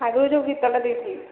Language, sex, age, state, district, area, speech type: Odia, female, 30-45, Odisha, Sambalpur, rural, conversation